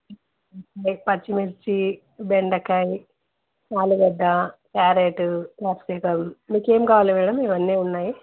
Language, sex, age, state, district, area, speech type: Telugu, female, 45-60, Andhra Pradesh, Anantapur, urban, conversation